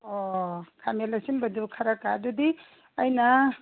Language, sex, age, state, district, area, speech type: Manipuri, female, 60+, Manipur, Ukhrul, rural, conversation